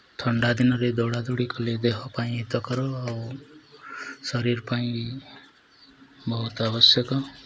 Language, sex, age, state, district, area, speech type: Odia, male, 30-45, Odisha, Nuapada, urban, spontaneous